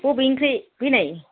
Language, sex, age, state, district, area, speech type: Bodo, female, 45-60, Assam, Kokrajhar, urban, conversation